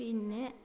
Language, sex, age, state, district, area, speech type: Malayalam, female, 45-60, Kerala, Malappuram, rural, spontaneous